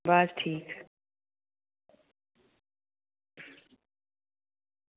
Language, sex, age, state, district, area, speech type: Dogri, female, 45-60, Jammu and Kashmir, Udhampur, urban, conversation